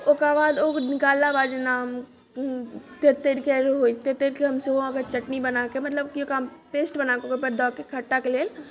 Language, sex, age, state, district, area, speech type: Maithili, female, 30-45, Bihar, Madhubani, rural, spontaneous